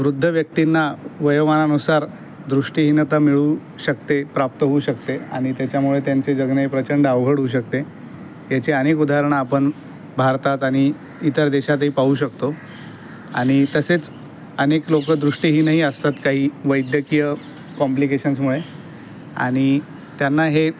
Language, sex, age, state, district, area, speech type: Marathi, male, 18-30, Maharashtra, Aurangabad, urban, spontaneous